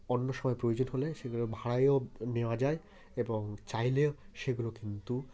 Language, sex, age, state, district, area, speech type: Bengali, male, 30-45, West Bengal, Hooghly, urban, spontaneous